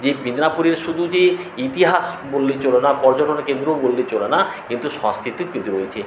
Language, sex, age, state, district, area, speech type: Bengali, male, 45-60, West Bengal, Paschim Medinipur, rural, spontaneous